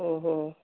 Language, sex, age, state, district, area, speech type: Tamil, female, 45-60, Tamil Nadu, Salem, rural, conversation